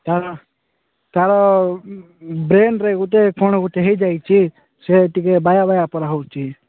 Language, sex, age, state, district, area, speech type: Odia, male, 45-60, Odisha, Nabarangpur, rural, conversation